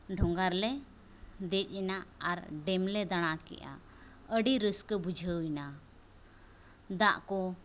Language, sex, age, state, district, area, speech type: Santali, female, 30-45, Jharkhand, Seraikela Kharsawan, rural, spontaneous